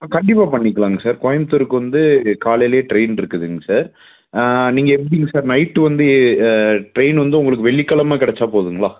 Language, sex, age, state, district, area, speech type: Tamil, male, 30-45, Tamil Nadu, Coimbatore, urban, conversation